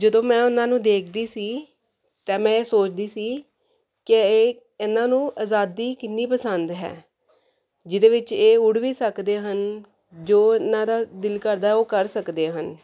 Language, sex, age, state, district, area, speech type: Punjabi, female, 30-45, Punjab, Jalandhar, urban, spontaneous